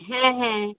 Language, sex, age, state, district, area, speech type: Bengali, female, 45-60, West Bengal, North 24 Parganas, urban, conversation